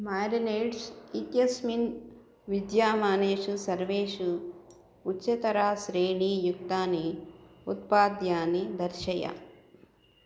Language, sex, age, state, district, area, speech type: Sanskrit, female, 60+, Andhra Pradesh, Krishna, urban, read